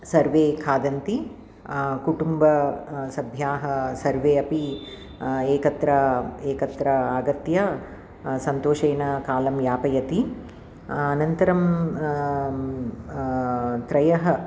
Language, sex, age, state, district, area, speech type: Sanskrit, female, 45-60, Andhra Pradesh, Krishna, urban, spontaneous